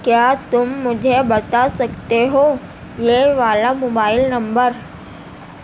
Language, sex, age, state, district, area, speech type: Urdu, female, 18-30, Uttar Pradesh, Gautam Buddha Nagar, rural, read